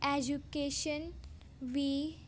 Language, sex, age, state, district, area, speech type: Punjabi, female, 18-30, Punjab, Amritsar, urban, spontaneous